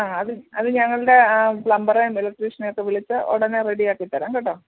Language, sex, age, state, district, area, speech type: Malayalam, female, 45-60, Kerala, Pathanamthitta, rural, conversation